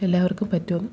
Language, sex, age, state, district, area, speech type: Malayalam, female, 30-45, Kerala, Kollam, rural, spontaneous